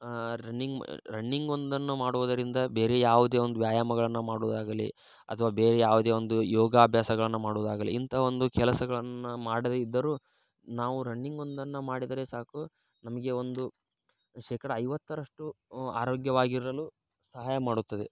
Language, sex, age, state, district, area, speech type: Kannada, male, 30-45, Karnataka, Tumkur, urban, spontaneous